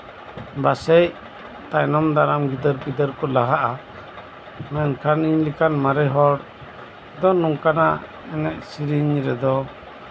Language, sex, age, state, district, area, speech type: Santali, male, 45-60, West Bengal, Birbhum, rural, spontaneous